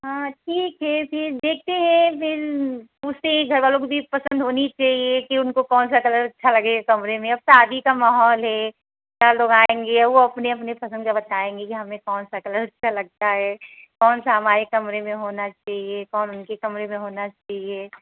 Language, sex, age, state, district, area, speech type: Hindi, female, 60+, Uttar Pradesh, Hardoi, rural, conversation